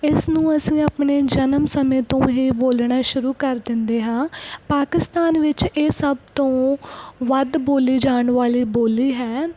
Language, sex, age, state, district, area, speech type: Punjabi, female, 18-30, Punjab, Mansa, rural, spontaneous